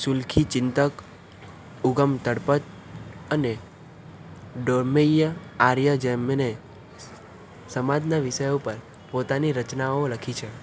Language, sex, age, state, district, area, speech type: Gujarati, male, 18-30, Gujarat, Kheda, rural, spontaneous